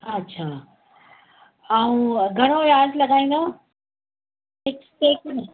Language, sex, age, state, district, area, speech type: Sindhi, female, 45-60, Maharashtra, Mumbai Suburban, urban, conversation